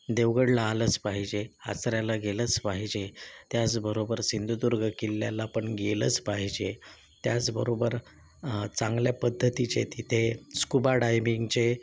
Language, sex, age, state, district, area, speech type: Marathi, male, 30-45, Maharashtra, Sindhudurg, rural, spontaneous